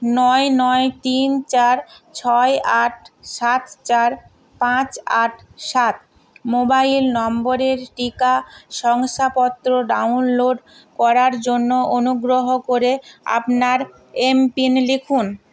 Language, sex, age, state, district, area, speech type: Bengali, female, 45-60, West Bengal, Nadia, rural, read